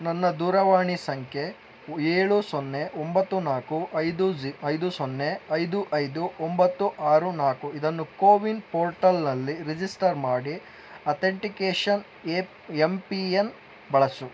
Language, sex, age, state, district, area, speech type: Kannada, male, 60+, Karnataka, Tumkur, rural, read